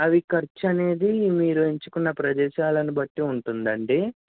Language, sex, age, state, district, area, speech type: Telugu, male, 18-30, Andhra Pradesh, Krishna, urban, conversation